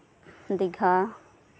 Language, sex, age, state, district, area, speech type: Santali, female, 18-30, West Bengal, Birbhum, rural, spontaneous